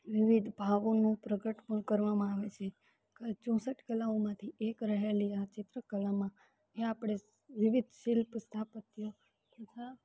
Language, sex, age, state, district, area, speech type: Gujarati, female, 18-30, Gujarat, Rajkot, rural, spontaneous